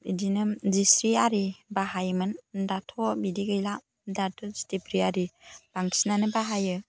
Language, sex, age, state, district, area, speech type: Bodo, female, 30-45, Assam, Baksa, rural, spontaneous